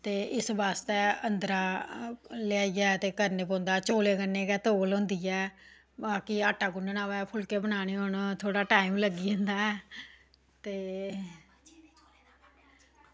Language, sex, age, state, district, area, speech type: Dogri, female, 45-60, Jammu and Kashmir, Samba, rural, spontaneous